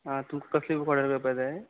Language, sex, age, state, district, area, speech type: Goan Konkani, male, 18-30, Goa, Quepem, rural, conversation